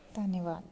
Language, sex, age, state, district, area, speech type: Dogri, female, 18-30, Jammu and Kashmir, Jammu, rural, spontaneous